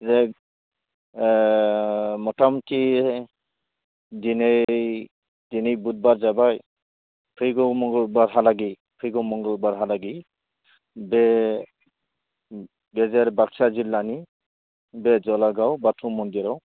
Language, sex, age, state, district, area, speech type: Bodo, male, 60+, Assam, Baksa, rural, conversation